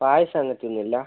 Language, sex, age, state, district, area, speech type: Malayalam, male, 30-45, Kerala, Wayanad, rural, conversation